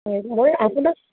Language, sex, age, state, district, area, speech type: Assamese, female, 45-60, Assam, Dibrugarh, rural, conversation